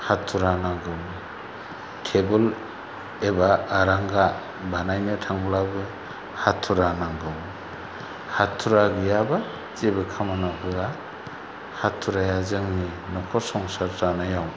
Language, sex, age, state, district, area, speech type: Bodo, male, 45-60, Assam, Chirang, rural, spontaneous